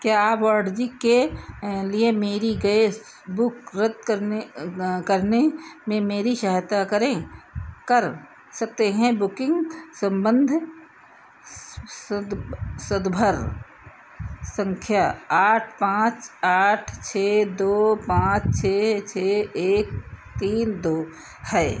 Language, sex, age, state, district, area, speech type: Hindi, female, 60+, Uttar Pradesh, Sitapur, rural, read